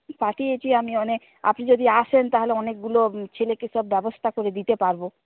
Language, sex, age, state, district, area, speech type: Bengali, female, 45-60, West Bengal, Purba Medinipur, rural, conversation